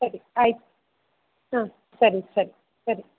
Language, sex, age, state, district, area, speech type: Kannada, female, 30-45, Karnataka, Uttara Kannada, rural, conversation